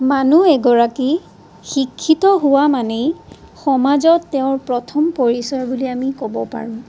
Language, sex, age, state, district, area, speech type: Assamese, female, 45-60, Assam, Sonitpur, rural, spontaneous